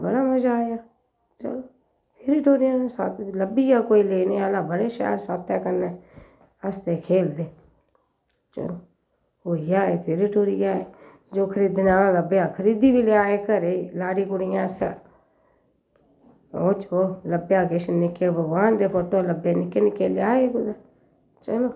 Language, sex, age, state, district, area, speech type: Dogri, female, 60+, Jammu and Kashmir, Jammu, urban, spontaneous